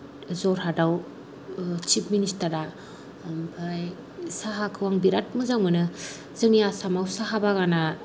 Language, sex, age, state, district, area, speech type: Bodo, female, 30-45, Assam, Kokrajhar, rural, spontaneous